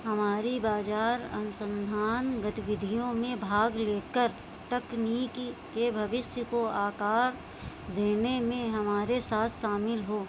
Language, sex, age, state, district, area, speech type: Hindi, female, 45-60, Uttar Pradesh, Sitapur, rural, read